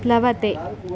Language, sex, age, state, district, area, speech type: Sanskrit, female, 18-30, Karnataka, Chikkamagaluru, urban, read